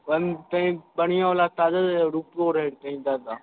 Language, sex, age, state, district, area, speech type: Maithili, male, 18-30, Bihar, Begusarai, rural, conversation